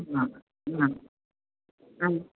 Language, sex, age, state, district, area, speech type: Goan Konkani, female, 45-60, Goa, Murmgao, urban, conversation